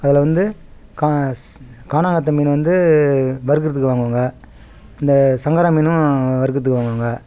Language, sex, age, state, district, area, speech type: Tamil, male, 45-60, Tamil Nadu, Kallakurichi, rural, spontaneous